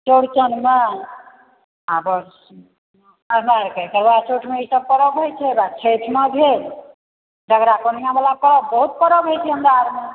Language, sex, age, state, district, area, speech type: Maithili, female, 60+, Bihar, Supaul, rural, conversation